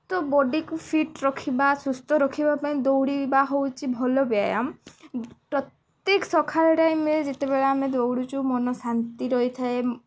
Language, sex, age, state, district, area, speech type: Odia, female, 18-30, Odisha, Nabarangpur, urban, spontaneous